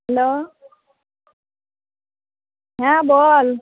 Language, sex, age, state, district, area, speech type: Bengali, female, 18-30, West Bengal, Murshidabad, rural, conversation